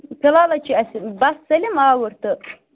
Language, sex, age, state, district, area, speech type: Kashmiri, female, 30-45, Jammu and Kashmir, Bandipora, rural, conversation